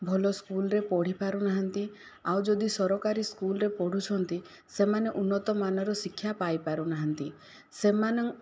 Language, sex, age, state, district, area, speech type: Odia, female, 18-30, Odisha, Kandhamal, rural, spontaneous